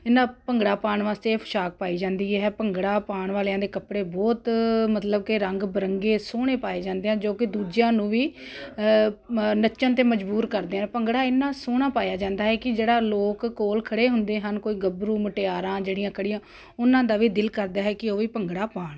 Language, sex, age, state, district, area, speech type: Punjabi, female, 45-60, Punjab, Ludhiana, urban, spontaneous